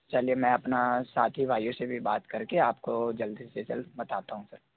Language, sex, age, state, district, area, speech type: Hindi, male, 18-30, Madhya Pradesh, Jabalpur, urban, conversation